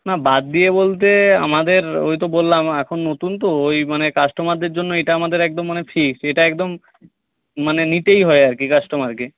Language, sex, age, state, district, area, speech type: Bengali, male, 30-45, West Bengal, Jhargram, rural, conversation